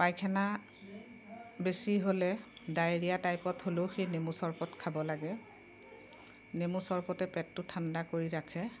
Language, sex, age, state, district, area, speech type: Assamese, female, 45-60, Assam, Darrang, rural, spontaneous